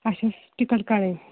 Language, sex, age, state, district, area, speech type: Kashmiri, female, 18-30, Jammu and Kashmir, Pulwama, urban, conversation